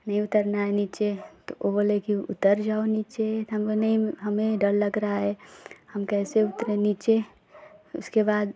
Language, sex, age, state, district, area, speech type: Hindi, female, 18-30, Uttar Pradesh, Ghazipur, urban, spontaneous